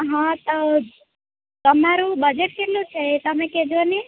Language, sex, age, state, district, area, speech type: Gujarati, female, 18-30, Gujarat, Valsad, rural, conversation